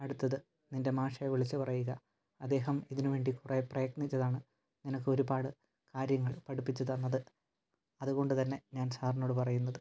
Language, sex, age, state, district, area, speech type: Malayalam, male, 18-30, Kerala, Kottayam, rural, spontaneous